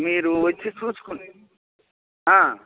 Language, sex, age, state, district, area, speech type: Telugu, male, 60+, Andhra Pradesh, Bapatla, urban, conversation